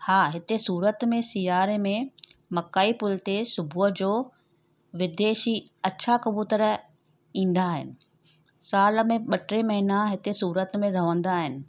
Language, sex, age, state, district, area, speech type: Sindhi, female, 45-60, Gujarat, Surat, urban, spontaneous